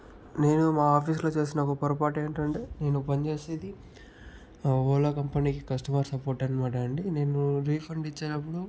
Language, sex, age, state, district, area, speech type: Telugu, male, 60+, Andhra Pradesh, Chittoor, rural, spontaneous